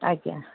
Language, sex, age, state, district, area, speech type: Odia, female, 45-60, Odisha, Angul, rural, conversation